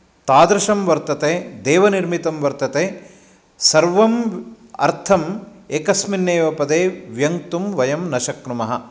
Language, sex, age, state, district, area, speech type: Sanskrit, male, 45-60, Karnataka, Uttara Kannada, rural, spontaneous